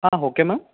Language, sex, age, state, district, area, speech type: Kannada, male, 18-30, Karnataka, Gulbarga, urban, conversation